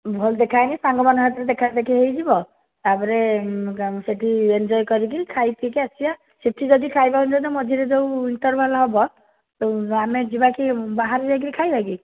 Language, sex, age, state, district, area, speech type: Odia, female, 60+, Odisha, Cuttack, urban, conversation